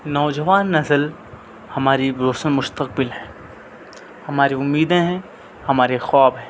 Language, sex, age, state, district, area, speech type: Urdu, male, 18-30, Delhi, North West Delhi, urban, spontaneous